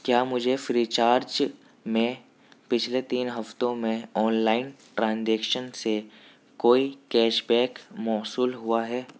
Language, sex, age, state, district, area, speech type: Urdu, male, 18-30, Delhi, East Delhi, rural, read